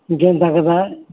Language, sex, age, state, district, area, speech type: Telugu, male, 60+, Andhra Pradesh, N T Rama Rao, urban, conversation